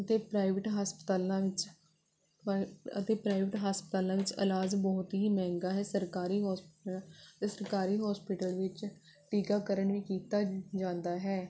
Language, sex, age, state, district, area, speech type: Punjabi, female, 18-30, Punjab, Rupnagar, rural, spontaneous